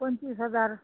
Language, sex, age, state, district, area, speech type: Marathi, female, 30-45, Maharashtra, Washim, rural, conversation